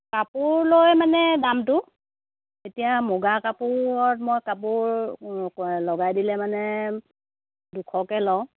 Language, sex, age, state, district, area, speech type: Assamese, female, 60+, Assam, Lakhimpur, rural, conversation